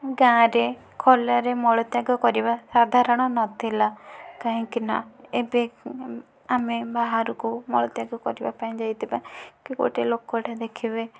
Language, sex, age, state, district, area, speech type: Odia, female, 45-60, Odisha, Kandhamal, rural, spontaneous